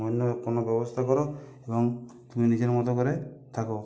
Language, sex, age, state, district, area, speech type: Bengali, male, 30-45, West Bengal, Purulia, urban, spontaneous